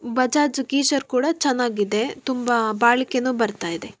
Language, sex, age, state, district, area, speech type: Kannada, female, 18-30, Karnataka, Davanagere, rural, spontaneous